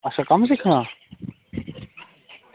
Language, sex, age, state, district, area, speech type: Dogri, male, 30-45, Jammu and Kashmir, Samba, rural, conversation